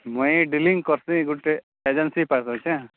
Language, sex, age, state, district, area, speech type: Odia, male, 30-45, Odisha, Nuapada, urban, conversation